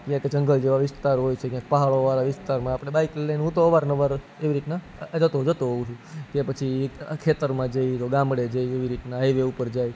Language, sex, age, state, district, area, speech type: Gujarati, male, 18-30, Gujarat, Rajkot, urban, spontaneous